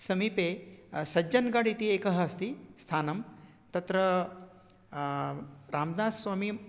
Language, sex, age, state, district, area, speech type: Sanskrit, male, 60+, Maharashtra, Nagpur, urban, spontaneous